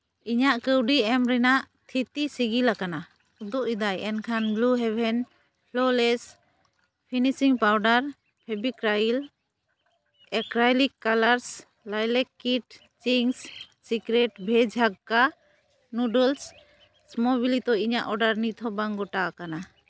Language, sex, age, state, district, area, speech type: Santali, female, 30-45, West Bengal, Malda, rural, read